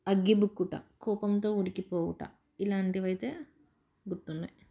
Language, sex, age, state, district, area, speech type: Telugu, female, 30-45, Telangana, Medchal, rural, spontaneous